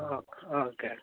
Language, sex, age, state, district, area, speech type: Telugu, male, 60+, Andhra Pradesh, Eluru, rural, conversation